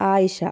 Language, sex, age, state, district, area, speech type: Malayalam, female, 18-30, Kerala, Kozhikode, urban, spontaneous